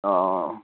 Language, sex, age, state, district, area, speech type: Assamese, male, 18-30, Assam, Udalguri, rural, conversation